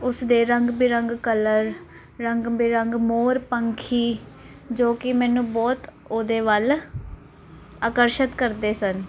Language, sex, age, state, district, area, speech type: Punjabi, female, 30-45, Punjab, Ludhiana, urban, spontaneous